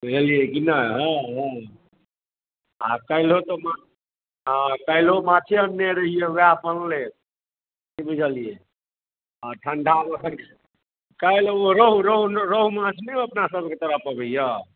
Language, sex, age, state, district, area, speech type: Maithili, male, 30-45, Bihar, Darbhanga, rural, conversation